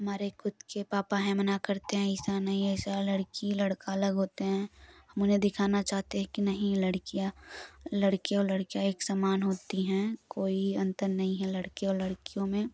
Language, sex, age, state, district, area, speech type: Hindi, female, 18-30, Uttar Pradesh, Prayagraj, rural, spontaneous